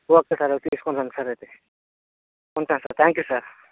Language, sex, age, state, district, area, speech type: Telugu, male, 60+, Andhra Pradesh, Vizianagaram, rural, conversation